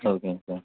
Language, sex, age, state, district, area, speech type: Tamil, male, 18-30, Tamil Nadu, Tiruppur, rural, conversation